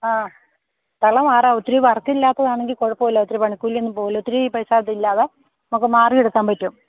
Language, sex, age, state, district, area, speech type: Malayalam, female, 45-60, Kerala, Idukki, rural, conversation